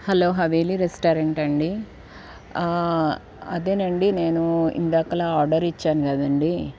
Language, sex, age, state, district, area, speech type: Telugu, female, 45-60, Andhra Pradesh, Guntur, urban, spontaneous